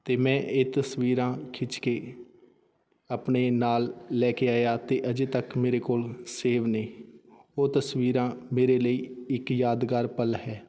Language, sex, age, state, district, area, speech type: Punjabi, male, 30-45, Punjab, Fazilka, rural, spontaneous